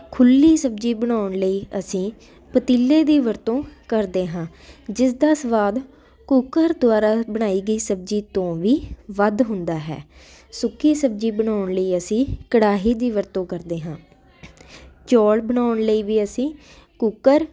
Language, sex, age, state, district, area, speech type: Punjabi, female, 18-30, Punjab, Ludhiana, urban, spontaneous